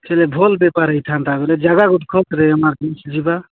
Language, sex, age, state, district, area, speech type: Odia, male, 45-60, Odisha, Nabarangpur, rural, conversation